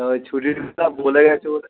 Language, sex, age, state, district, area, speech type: Bengali, male, 45-60, West Bengal, Dakshin Dinajpur, rural, conversation